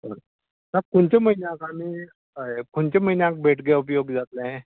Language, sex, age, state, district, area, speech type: Goan Konkani, male, 60+, Goa, Canacona, rural, conversation